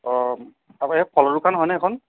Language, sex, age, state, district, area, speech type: Assamese, male, 30-45, Assam, Nagaon, rural, conversation